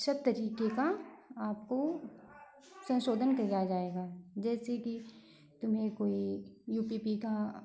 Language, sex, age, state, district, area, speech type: Hindi, female, 30-45, Uttar Pradesh, Lucknow, rural, spontaneous